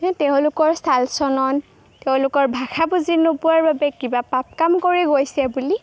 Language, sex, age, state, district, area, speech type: Assamese, female, 18-30, Assam, Golaghat, urban, spontaneous